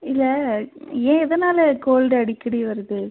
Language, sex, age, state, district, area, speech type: Tamil, female, 30-45, Tamil Nadu, Pudukkottai, rural, conversation